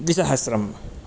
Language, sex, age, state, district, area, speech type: Sanskrit, male, 18-30, Karnataka, Udupi, rural, spontaneous